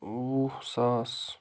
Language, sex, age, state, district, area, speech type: Kashmiri, male, 30-45, Jammu and Kashmir, Budgam, rural, spontaneous